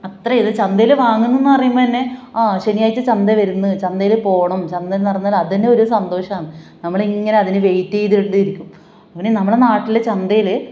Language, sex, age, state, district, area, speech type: Malayalam, female, 30-45, Kerala, Kasaragod, rural, spontaneous